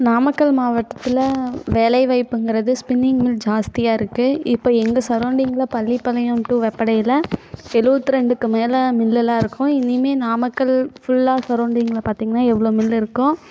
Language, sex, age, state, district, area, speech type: Tamil, female, 18-30, Tamil Nadu, Namakkal, rural, spontaneous